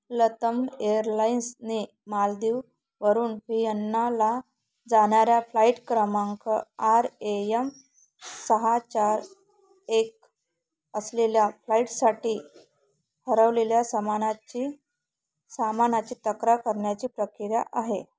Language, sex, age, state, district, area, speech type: Marathi, female, 30-45, Maharashtra, Thane, urban, read